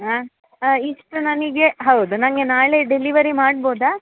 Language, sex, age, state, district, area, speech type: Kannada, female, 30-45, Karnataka, Dakshina Kannada, urban, conversation